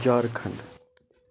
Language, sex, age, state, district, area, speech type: Kashmiri, male, 60+, Jammu and Kashmir, Baramulla, rural, spontaneous